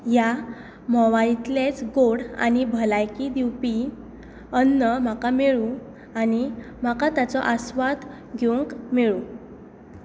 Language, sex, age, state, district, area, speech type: Goan Konkani, female, 18-30, Goa, Tiswadi, rural, read